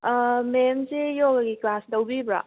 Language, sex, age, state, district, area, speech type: Manipuri, female, 18-30, Manipur, Thoubal, rural, conversation